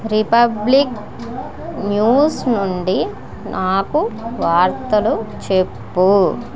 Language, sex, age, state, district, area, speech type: Telugu, female, 30-45, Andhra Pradesh, Vizianagaram, rural, read